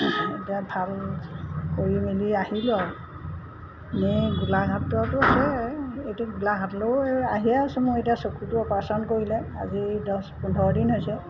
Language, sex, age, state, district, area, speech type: Assamese, female, 60+, Assam, Golaghat, urban, spontaneous